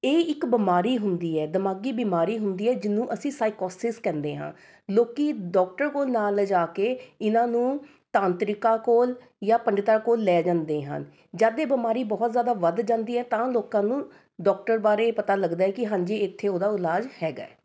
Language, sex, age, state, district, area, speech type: Punjabi, female, 30-45, Punjab, Rupnagar, urban, spontaneous